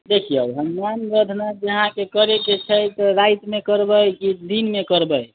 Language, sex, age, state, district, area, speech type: Maithili, male, 18-30, Bihar, Sitamarhi, urban, conversation